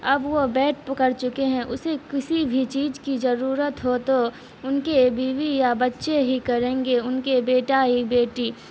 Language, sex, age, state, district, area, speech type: Urdu, female, 18-30, Bihar, Supaul, rural, spontaneous